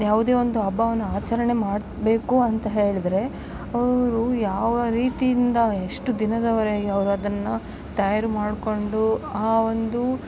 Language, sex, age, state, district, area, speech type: Kannada, female, 18-30, Karnataka, Bellary, rural, spontaneous